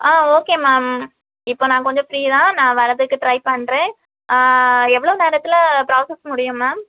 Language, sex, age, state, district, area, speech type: Tamil, female, 30-45, Tamil Nadu, Kanyakumari, urban, conversation